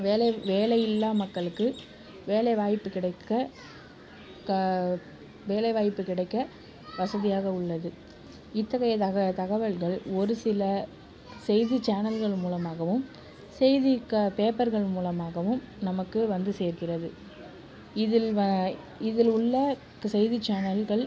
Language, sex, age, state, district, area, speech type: Tamil, female, 18-30, Tamil Nadu, Tiruchirappalli, rural, spontaneous